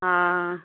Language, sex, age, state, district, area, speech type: Sindhi, female, 45-60, Gujarat, Kutch, rural, conversation